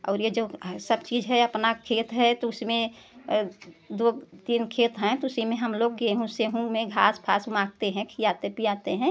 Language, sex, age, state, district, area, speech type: Hindi, female, 60+, Uttar Pradesh, Prayagraj, urban, spontaneous